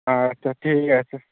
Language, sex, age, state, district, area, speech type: Bengali, male, 30-45, West Bengal, South 24 Parganas, rural, conversation